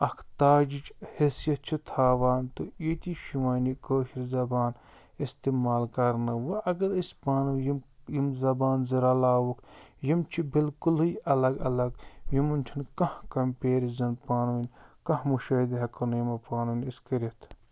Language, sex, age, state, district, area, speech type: Kashmiri, male, 30-45, Jammu and Kashmir, Ganderbal, rural, spontaneous